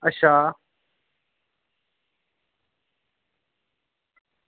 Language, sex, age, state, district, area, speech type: Dogri, male, 30-45, Jammu and Kashmir, Samba, rural, conversation